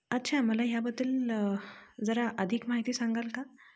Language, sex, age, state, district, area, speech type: Marathi, female, 30-45, Maharashtra, Satara, urban, spontaneous